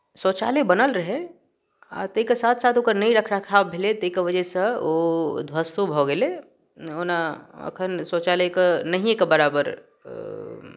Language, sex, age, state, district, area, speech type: Maithili, male, 30-45, Bihar, Darbhanga, rural, spontaneous